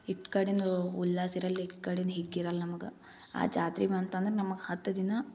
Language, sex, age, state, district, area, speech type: Kannada, female, 18-30, Karnataka, Gulbarga, urban, spontaneous